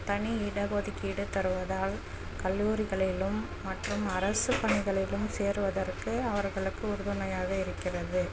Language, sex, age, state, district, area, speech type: Tamil, female, 30-45, Tamil Nadu, Dharmapuri, rural, spontaneous